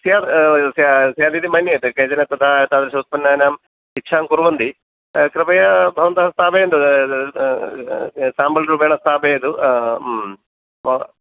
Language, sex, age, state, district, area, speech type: Sanskrit, male, 45-60, Kerala, Kottayam, rural, conversation